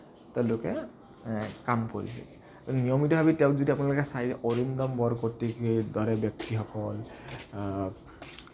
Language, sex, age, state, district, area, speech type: Assamese, male, 18-30, Assam, Kamrup Metropolitan, urban, spontaneous